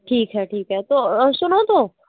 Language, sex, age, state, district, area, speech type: Hindi, female, 18-30, Madhya Pradesh, Hoshangabad, urban, conversation